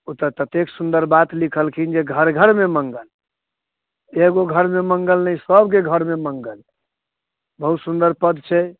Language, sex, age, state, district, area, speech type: Maithili, male, 30-45, Bihar, Muzaffarpur, urban, conversation